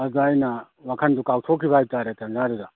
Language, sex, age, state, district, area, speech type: Manipuri, male, 60+, Manipur, Kakching, rural, conversation